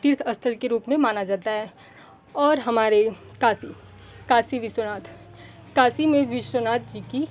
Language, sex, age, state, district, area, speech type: Hindi, female, 18-30, Uttar Pradesh, Chandauli, rural, spontaneous